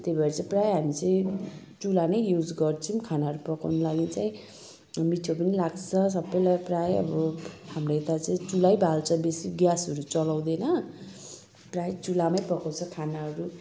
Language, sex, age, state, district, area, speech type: Nepali, female, 45-60, West Bengal, Jalpaiguri, rural, spontaneous